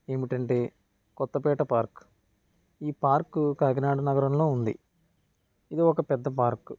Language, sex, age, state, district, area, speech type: Telugu, male, 18-30, Andhra Pradesh, Kakinada, rural, spontaneous